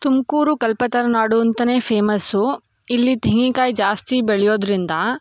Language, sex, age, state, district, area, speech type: Kannada, female, 18-30, Karnataka, Tumkur, urban, spontaneous